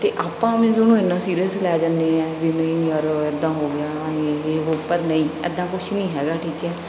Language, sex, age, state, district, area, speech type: Punjabi, female, 30-45, Punjab, Bathinda, urban, spontaneous